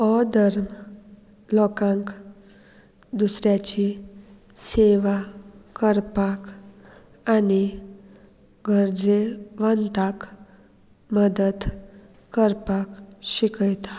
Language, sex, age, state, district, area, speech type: Goan Konkani, female, 18-30, Goa, Murmgao, urban, spontaneous